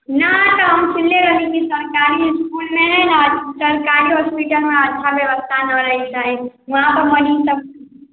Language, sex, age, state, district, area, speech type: Maithili, female, 30-45, Bihar, Sitamarhi, rural, conversation